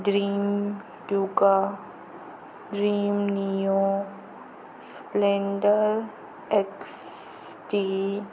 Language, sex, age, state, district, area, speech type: Marathi, female, 18-30, Maharashtra, Ratnagiri, rural, spontaneous